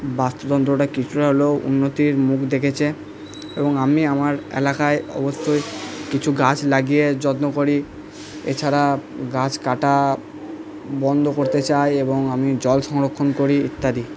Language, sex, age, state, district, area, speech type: Bengali, male, 18-30, West Bengal, Purba Bardhaman, urban, spontaneous